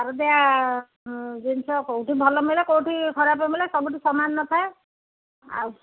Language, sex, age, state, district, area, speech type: Odia, female, 60+, Odisha, Angul, rural, conversation